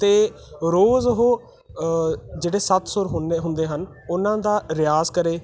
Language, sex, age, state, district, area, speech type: Punjabi, male, 18-30, Punjab, Muktsar, urban, spontaneous